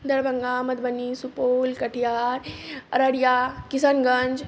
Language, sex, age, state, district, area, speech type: Maithili, female, 30-45, Bihar, Madhubani, rural, spontaneous